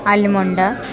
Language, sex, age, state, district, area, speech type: Odia, female, 30-45, Odisha, Koraput, urban, spontaneous